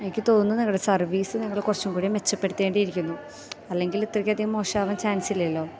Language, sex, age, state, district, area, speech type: Malayalam, female, 18-30, Kerala, Thrissur, rural, spontaneous